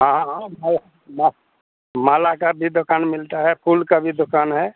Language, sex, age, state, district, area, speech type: Hindi, male, 60+, Bihar, Madhepura, rural, conversation